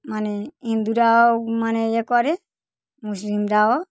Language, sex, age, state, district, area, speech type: Bengali, female, 45-60, West Bengal, South 24 Parganas, rural, spontaneous